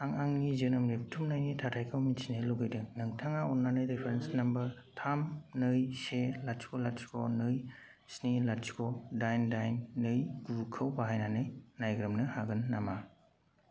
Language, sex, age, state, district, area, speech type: Bodo, male, 18-30, Assam, Kokrajhar, rural, read